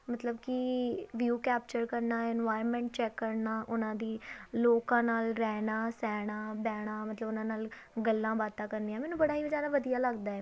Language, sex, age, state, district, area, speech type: Punjabi, female, 18-30, Punjab, Tarn Taran, urban, spontaneous